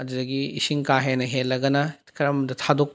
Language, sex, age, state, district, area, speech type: Manipuri, male, 18-30, Manipur, Bishnupur, rural, spontaneous